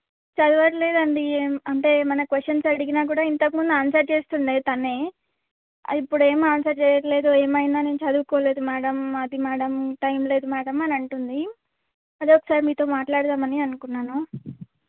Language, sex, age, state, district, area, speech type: Telugu, female, 18-30, Telangana, Medak, urban, conversation